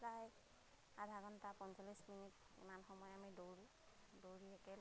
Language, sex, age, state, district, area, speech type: Assamese, female, 30-45, Assam, Lakhimpur, rural, spontaneous